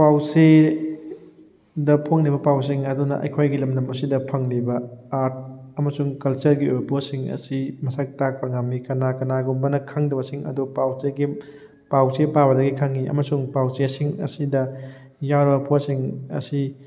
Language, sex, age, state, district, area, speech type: Manipuri, male, 18-30, Manipur, Thoubal, rural, spontaneous